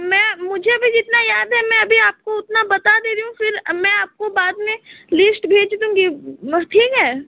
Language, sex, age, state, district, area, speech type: Hindi, female, 18-30, Madhya Pradesh, Seoni, urban, conversation